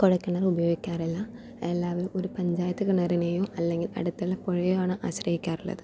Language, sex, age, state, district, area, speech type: Malayalam, female, 18-30, Kerala, Palakkad, rural, spontaneous